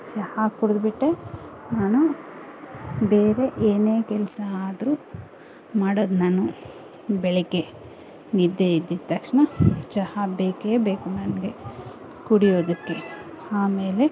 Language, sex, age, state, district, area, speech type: Kannada, female, 30-45, Karnataka, Kolar, urban, spontaneous